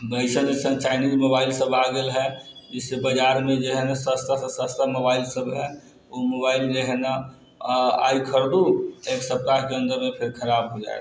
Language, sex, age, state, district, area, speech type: Maithili, male, 30-45, Bihar, Sitamarhi, rural, spontaneous